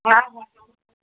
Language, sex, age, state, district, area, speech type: Sindhi, female, 60+, Gujarat, Kutch, urban, conversation